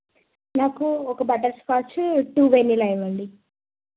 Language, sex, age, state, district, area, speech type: Telugu, female, 18-30, Telangana, Jagtial, urban, conversation